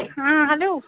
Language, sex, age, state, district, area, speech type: Kashmiri, female, 18-30, Jammu and Kashmir, Srinagar, urban, conversation